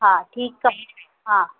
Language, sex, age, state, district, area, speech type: Sindhi, female, 45-60, Rajasthan, Ajmer, urban, conversation